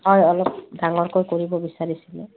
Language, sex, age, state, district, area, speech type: Assamese, female, 30-45, Assam, Udalguri, rural, conversation